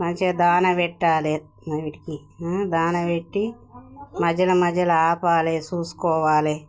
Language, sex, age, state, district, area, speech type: Telugu, female, 45-60, Telangana, Jagtial, rural, spontaneous